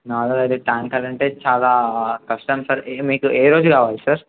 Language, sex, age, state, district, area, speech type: Telugu, male, 18-30, Telangana, Adilabad, rural, conversation